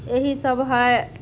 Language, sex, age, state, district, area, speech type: Maithili, female, 30-45, Bihar, Muzaffarpur, urban, spontaneous